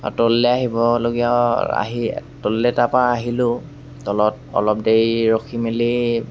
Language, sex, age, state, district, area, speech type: Assamese, male, 18-30, Assam, Sivasagar, rural, spontaneous